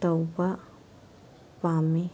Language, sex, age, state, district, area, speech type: Manipuri, female, 30-45, Manipur, Kangpokpi, urban, read